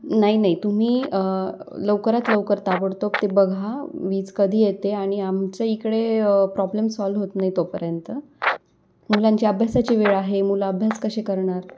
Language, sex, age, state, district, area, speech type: Marathi, female, 18-30, Maharashtra, Nashik, urban, spontaneous